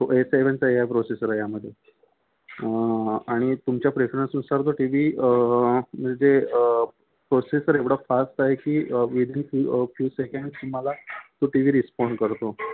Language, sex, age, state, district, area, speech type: Marathi, male, 30-45, Maharashtra, Mumbai Suburban, urban, conversation